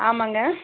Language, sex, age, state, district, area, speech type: Tamil, female, 60+, Tamil Nadu, Krishnagiri, rural, conversation